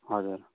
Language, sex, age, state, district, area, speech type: Nepali, male, 45-60, West Bengal, Darjeeling, rural, conversation